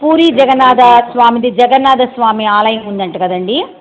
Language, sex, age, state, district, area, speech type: Telugu, female, 60+, Andhra Pradesh, Bapatla, urban, conversation